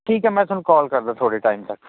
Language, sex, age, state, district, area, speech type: Punjabi, male, 30-45, Punjab, Fazilka, rural, conversation